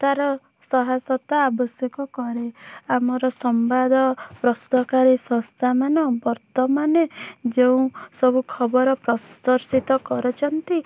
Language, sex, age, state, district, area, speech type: Odia, female, 18-30, Odisha, Bhadrak, rural, spontaneous